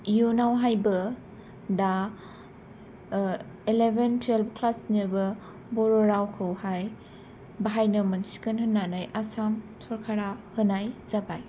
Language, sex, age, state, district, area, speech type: Bodo, female, 18-30, Assam, Kokrajhar, urban, spontaneous